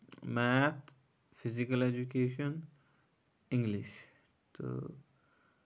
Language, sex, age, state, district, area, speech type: Kashmiri, male, 30-45, Jammu and Kashmir, Kupwara, rural, spontaneous